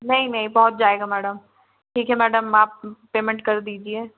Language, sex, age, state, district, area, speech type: Hindi, female, 45-60, Madhya Pradesh, Balaghat, rural, conversation